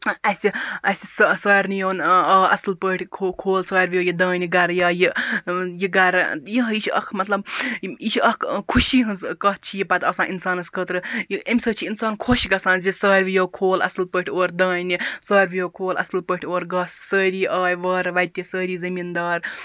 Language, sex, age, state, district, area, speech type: Kashmiri, female, 30-45, Jammu and Kashmir, Baramulla, rural, spontaneous